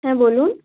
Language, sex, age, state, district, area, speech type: Bengali, female, 18-30, West Bengal, Bankura, urban, conversation